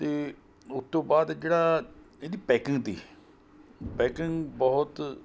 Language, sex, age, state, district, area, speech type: Punjabi, male, 60+, Punjab, Mohali, urban, spontaneous